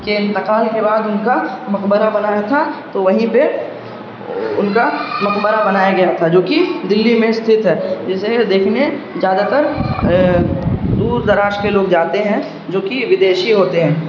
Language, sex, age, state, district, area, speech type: Urdu, male, 18-30, Bihar, Darbhanga, urban, spontaneous